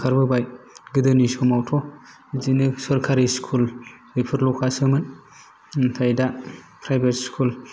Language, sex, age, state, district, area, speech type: Bodo, male, 18-30, Assam, Kokrajhar, urban, spontaneous